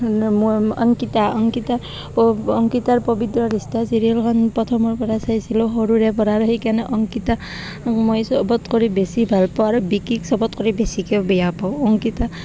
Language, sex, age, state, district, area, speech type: Assamese, female, 18-30, Assam, Barpeta, rural, spontaneous